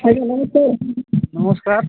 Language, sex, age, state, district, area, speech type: Odia, male, 45-60, Odisha, Nabarangpur, rural, conversation